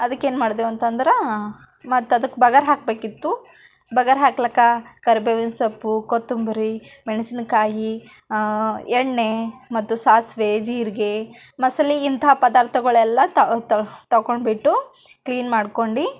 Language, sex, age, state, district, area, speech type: Kannada, female, 18-30, Karnataka, Bidar, urban, spontaneous